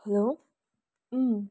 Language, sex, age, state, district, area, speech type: Nepali, female, 18-30, West Bengal, Kalimpong, rural, spontaneous